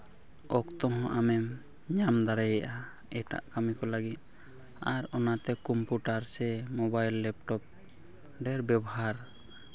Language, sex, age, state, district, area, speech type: Santali, male, 30-45, Jharkhand, East Singhbhum, rural, spontaneous